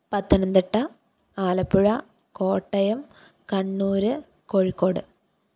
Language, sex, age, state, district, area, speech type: Malayalam, female, 18-30, Kerala, Pathanamthitta, rural, spontaneous